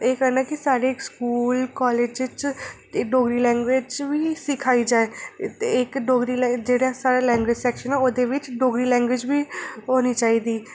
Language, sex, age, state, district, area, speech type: Dogri, female, 18-30, Jammu and Kashmir, Reasi, urban, spontaneous